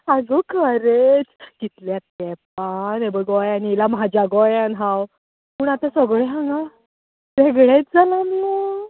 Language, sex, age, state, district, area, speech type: Goan Konkani, female, 30-45, Goa, Ponda, rural, conversation